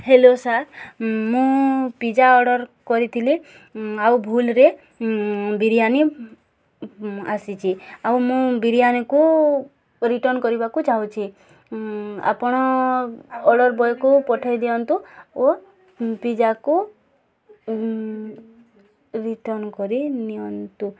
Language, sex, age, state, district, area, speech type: Odia, female, 18-30, Odisha, Subarnapur, urban, spontaneous